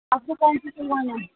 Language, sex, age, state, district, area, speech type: Urdu, female, 30-45, Uttar Pradesh, Rampur, urban, conversation